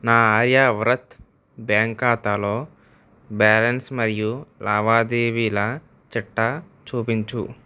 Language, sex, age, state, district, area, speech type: Telugu, male, 30-45, Andhra Pradesh, Kakinada, rural, read